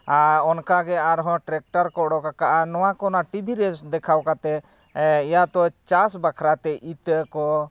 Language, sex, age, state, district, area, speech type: Santali, male, 30-45, Jharkhand, East Singhbhum, rural, spontaneous